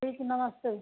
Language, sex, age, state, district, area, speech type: Hindi, female, 45-60, Uttar Pradesh, Mau, rural, conversation